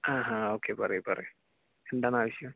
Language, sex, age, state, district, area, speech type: Malayalam, male, 18-30, Kerala, Palakkad, urban, conversation